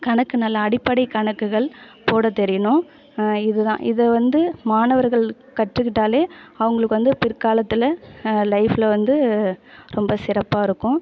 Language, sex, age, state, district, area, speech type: Tamil, female, 30-45, Tamil Nadu, Ariyalur, rural, spontaneous